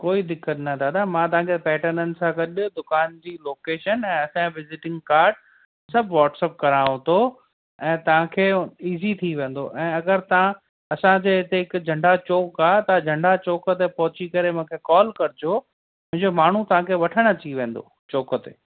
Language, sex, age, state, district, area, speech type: Sindhi, male, 30-45, Gujarat, Kutch, rural, conversation